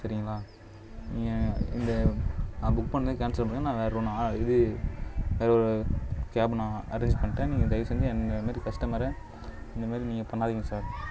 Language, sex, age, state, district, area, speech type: Tamil, male, 18-30, Tamil Nadu, Kallakurichi, rural, spontaneous